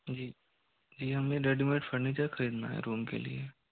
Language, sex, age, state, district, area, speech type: Hindi, male, 45-60, Rajasthan, Jodhpur, rural, conversation